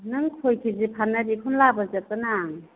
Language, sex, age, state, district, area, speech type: Bodo, female, 60+, Assam, Chirang, rural, conversation